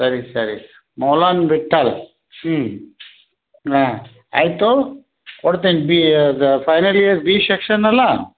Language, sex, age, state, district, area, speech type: Kannada, male, 60+, Karnataka, Bidar, urban, conversation